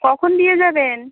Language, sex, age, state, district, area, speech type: Bengali, female, 30-45, West Bengal, Uttar Dinajpur, urban, conversation